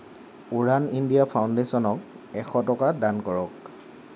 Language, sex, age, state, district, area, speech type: Assamese, male, 18-30, Assam, Lakhimpur, rural, read